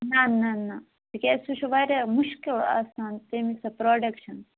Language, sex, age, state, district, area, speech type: Kashmiri, female, 30-45, Jammu and Kashmir, Budgam, rural, conversation